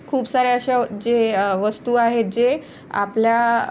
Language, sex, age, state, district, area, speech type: Marathi, female, 30-45, Maharashtra, Nagpur, urban, spontaneous